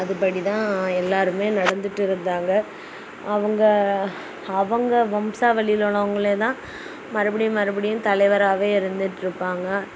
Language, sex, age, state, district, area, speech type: Tamil, female, 18-30, Tamil Nadu, Kanyakumari, rural, spontaneous